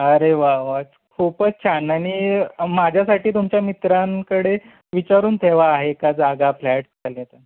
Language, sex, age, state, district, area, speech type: Marathi, male, 30-45, Maharashtra, Sangli, urban, conversation